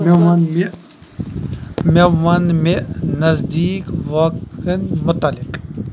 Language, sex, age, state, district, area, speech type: Kashmiri, male, 45-60, Jammu and Kashmir, Kupwara, urban, read